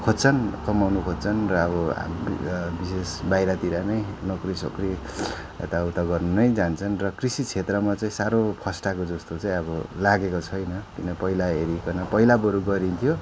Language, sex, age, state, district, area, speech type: Nepali, male, 30-45, West Bengal, Darjeeling, rural, spontaneous